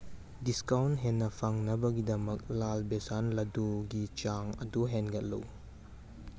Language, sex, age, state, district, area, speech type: Manipuri, male, 18-30, Manipur, Churachandpur, rural, read